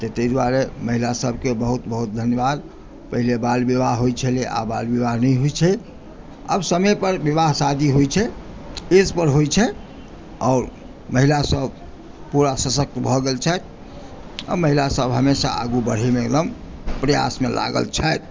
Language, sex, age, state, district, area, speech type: Maithili, male, 45-60, Bihar, Madhubani, rural, spontaneous